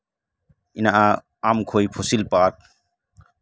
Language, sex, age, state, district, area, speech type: Santali, male, 30-45, West Bengal, Birbhum, rural, spontaneous